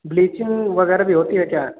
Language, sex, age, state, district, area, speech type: Hindi, male, 18-30, Uttar Pradesh, Azamgarh, rural, conversation